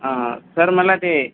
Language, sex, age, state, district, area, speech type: Marathi, male, 18-30, Maharashtra, Akola, rural, conversation